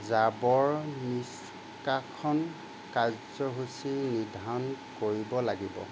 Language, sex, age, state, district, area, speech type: Assamese, male, 60+, Assam, Golaghat, urban, read